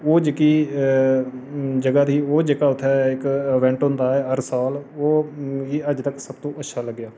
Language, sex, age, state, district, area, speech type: Dogri, male, 30-45, Jammu and Kashmir, Reasi, urban, spontaneous